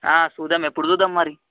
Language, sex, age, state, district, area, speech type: Telugu, male, 18-30, Telangana, Vikarabad, urban, conversation